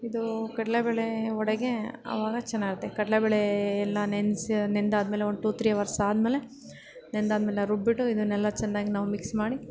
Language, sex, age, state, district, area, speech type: Kannada, female, 30-45, Karnataka, Ramanagara, urban, spontaneous